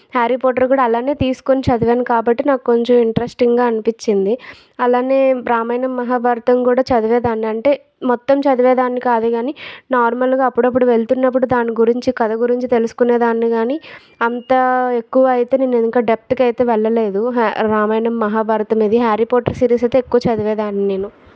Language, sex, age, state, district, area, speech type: Telugu, female, 30-45, Andhra Pradesh, Vizianagaram, rural, spontaneous